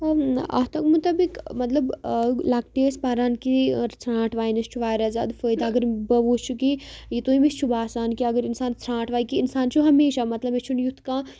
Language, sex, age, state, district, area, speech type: Kashmiri, female, 18-30, Jammu and Kashmir, Kupwara, rural, spontaneous